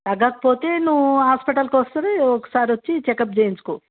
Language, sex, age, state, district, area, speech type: Telugu, female, 60+, Telangana, Hyderabad, urban, conversation